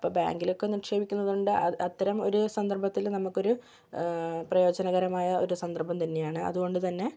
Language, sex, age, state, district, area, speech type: Malayalam, female, 18-30, Kerala, Kozhikode, urban, spontaneous